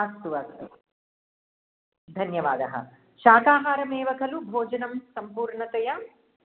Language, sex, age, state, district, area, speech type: Sanskrit, female, 45-60, Andhra Pradesh, Krishna, urban, conversation